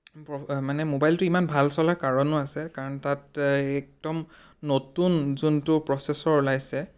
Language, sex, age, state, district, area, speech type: Assamese, male, 18-30, Assam, Biswanath, rural, spontaneous